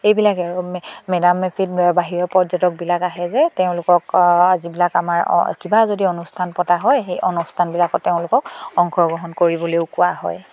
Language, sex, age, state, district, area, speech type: Assamese, female, 18-30, Assam, Sivasagar, rural, spontaneous